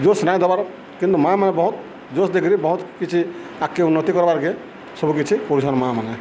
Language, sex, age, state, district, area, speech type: Odia, male, 45-60, Odisha, Subarnapur, urban, spontaneous